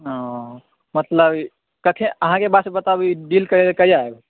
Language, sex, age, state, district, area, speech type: Maithili, male, 18-30, Bihar, Supaul, rural, conversation